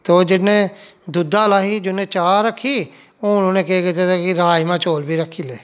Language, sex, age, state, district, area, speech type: Dogri, male, 45-60, Jammu and Kashmir, Jammu, rural, spontaneous